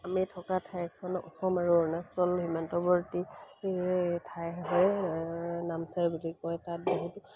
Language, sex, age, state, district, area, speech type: Assamese, female, 30-45, Assam, Kamrup Metropolitan, urban, spontaneous